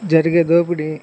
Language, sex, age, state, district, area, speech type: Telugu, male, 18-30, Andhra Pradesh, Guntur, rural, spontaneous